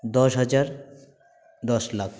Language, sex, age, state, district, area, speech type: Bengali, male, 18-30, West Bengal, Jalpaiguri, rural, spontaneous